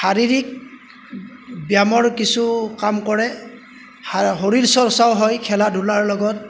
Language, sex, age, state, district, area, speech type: Assamese, male, 45-60, Assam, Golaghat, rural, spontaneous